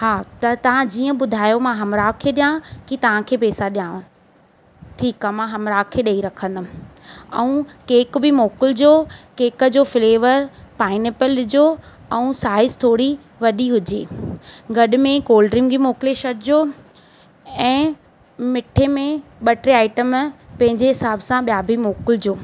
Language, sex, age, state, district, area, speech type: Sindhi, female, 18-30, Madhya Pradesh, Katni, urban, spontaneous